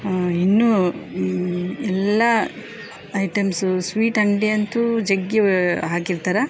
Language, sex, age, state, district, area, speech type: Kannada, female, 45-60, Karnataka, Koppal, urban, spontaneous